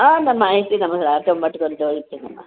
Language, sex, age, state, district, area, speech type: Kannada, female, 60+, Karnataka, Chamarajanagar, rural, conversation